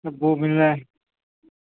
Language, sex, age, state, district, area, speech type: Hindi, male, 30-45, Madhya Pradesh, Hoshangabad, rural, conversation